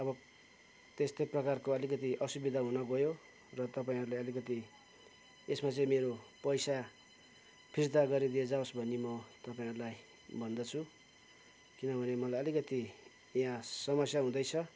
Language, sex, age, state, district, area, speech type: Nepali, male, 45-60, West Bengal, Kalimpong, rural, spontaneous